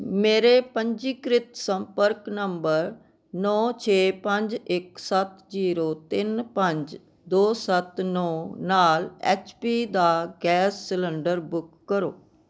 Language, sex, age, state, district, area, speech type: Punjabi, female, 60+, Punjab, Firozpur, urban, read